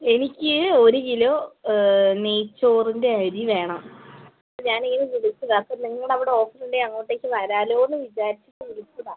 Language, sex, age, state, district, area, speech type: Malayalam, female, 30-45, Kerala, Wayanad, rural, conversation